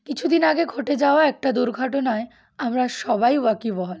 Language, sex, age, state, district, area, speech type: Bengali, female, 18-30, West Bengal, Uttar Dinajpur, urban, spontaneous